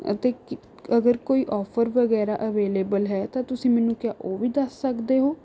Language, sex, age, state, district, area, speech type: Punjabi, female, 18-30, Punjab, Rupnagar, urban, spontaneous